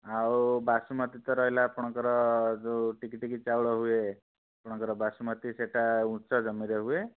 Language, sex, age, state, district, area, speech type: Odia, male, 30-45, Odisha, Bhadrak, rural, conversation